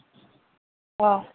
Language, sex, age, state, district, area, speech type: Bodo, female, 18-30, Assam, Chirang, rural, conversation